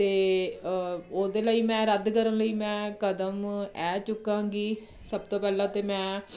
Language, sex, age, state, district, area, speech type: Punjabi, female, 30-45, Punjab, Jalandhar, urban, spontaneous